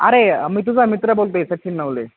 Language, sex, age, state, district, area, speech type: Marathi, male, 18-30, Maharashtra, Ahmednagar, rural, conversation